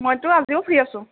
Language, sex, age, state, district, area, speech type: Assamese, female, 18-30, Assam, Morigaon, rural, conversation